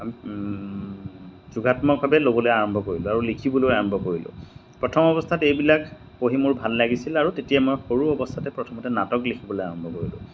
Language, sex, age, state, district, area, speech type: Assamese, male, 30-45, Assam, Majuli, urban, spontaneous